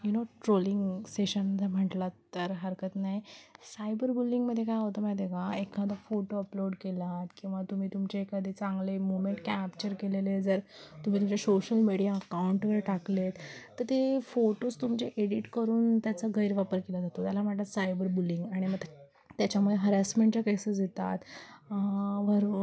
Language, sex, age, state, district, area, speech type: Marathi, female, 30-45, Maharashtra, Mumbai Suburban, urban, spontaneous